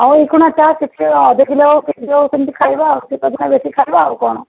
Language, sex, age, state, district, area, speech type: Odia, female, 30-45, Odisha, Jajpur, rural, conversation